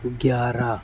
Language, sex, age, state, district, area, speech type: Urdu, male, 60+, Maharashtra, Nashik, urban, spontaneous